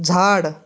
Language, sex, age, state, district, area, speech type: Goan Konkani, male, 18-30, Goa, Canacona, rural, read